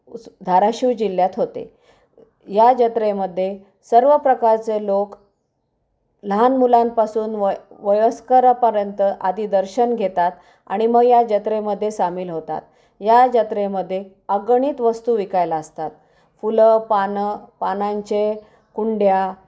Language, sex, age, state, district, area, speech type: Marathi, female, 45-60, Maharashtra, Osmanabad, rural, spontaneous